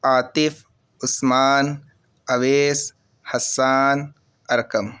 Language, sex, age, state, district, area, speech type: Urdu, male, 18-30, Uttar Pradesh, Siddharthnagar, rural, spontaneous